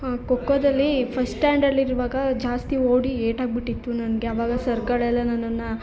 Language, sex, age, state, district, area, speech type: Kannada, female, 30-45, Karnataka, Hassan, urban, spontaneous